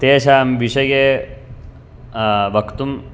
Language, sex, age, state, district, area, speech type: Sanskrit, male, 18-30, Karnataka, Bangalore Urban, urban, spontaneous